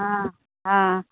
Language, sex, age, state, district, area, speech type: Goan Konkani, female, 30-45, Goa, Tiswadi, rural, conversation